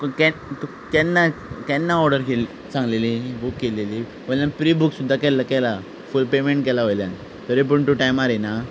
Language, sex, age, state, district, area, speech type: Goan Konkani, male, 18-30, Goa, Ponda, rural, spontaneous